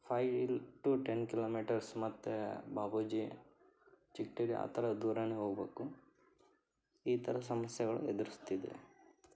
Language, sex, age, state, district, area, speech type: Kannada, male, 18-30, Karnataka, Davanagere, urban, spontaneous